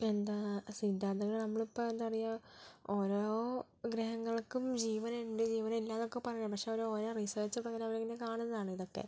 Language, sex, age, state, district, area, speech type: Malayalam, female, 18-30, Kerala, Kozhikode, urban, spontaneous